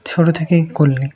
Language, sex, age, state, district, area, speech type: Bengali, male, 18-30, West Bengal, Murshidabad, urban, spontaneous